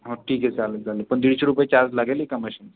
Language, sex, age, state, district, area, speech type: Marathi, male, 18-30, Maharashtra, Washim, rural, conversation